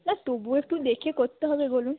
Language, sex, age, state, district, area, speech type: Bengali, female, 30-45, West Bengal, Hooghly, urban, conversation